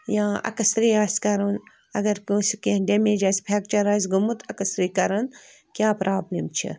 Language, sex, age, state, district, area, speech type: Kashmiri, female, 18-30, Jammu and Kashmir, Bandipora, rural, spontaneous